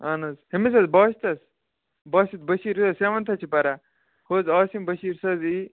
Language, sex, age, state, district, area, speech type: Kashmiri, male, 18-30, Jammu and Kashmir, Kupwara, rural, conversation